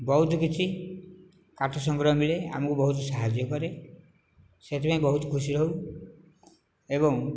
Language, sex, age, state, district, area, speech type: Odia, male, 60+, Odisha, Nayagarh, rural, spontaneous